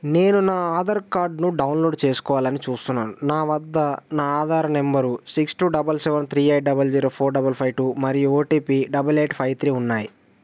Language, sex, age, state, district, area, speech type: Telugu, male, 18-30, Telangana, Jayashankar, rural, read